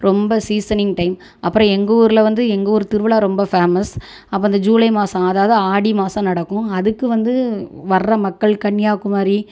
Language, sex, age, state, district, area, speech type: Tamil, female, 30-45, Tamil Nadu, Thoothukudi, rural, spontaneous